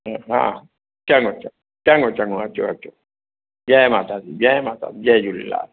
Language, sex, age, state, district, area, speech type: Sindhi, male, 60+, Maharashtra, Mumbai Suburban, urban, conversation